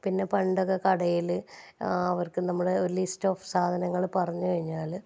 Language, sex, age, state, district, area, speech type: Malayalam, female, 30-45, Kerala, Kannur, rural, spontaneous